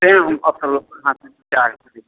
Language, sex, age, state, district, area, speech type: Maithili, male, 30-45, Bihar, Madhubani, rural, conversation